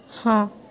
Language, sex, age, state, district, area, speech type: Odia, female, 18-30, Odisha, Kendrapara, urban, read